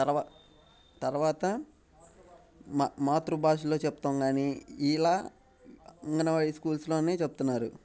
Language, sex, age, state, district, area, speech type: Telugu, male, 18-30, Andhra Pradesh, Bapatla, rural, spontaneous